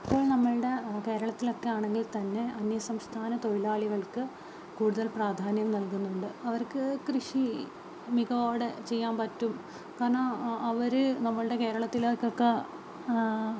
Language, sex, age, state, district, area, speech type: Malayalam, female, 30-45, Kerala, Palakkad, rural, spontaneous